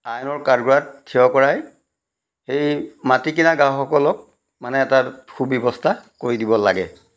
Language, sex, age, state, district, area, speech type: Assamese, male, 45-60, Assam, Jorhat, urban, spontaneous